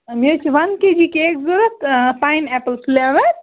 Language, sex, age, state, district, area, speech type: Kashmiri, female, 18-30, Jammu and Kashmir, Baramulla, rural, conversation